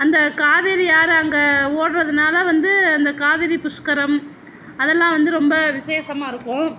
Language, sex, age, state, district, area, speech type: Tamil, female, 60+, Tamil Nadu, Mayiladuthurai, urban, spontaneous